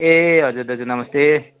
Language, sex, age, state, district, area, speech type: Nepali, male, 45-60, West Bengal, Darjeeling, urban, conversation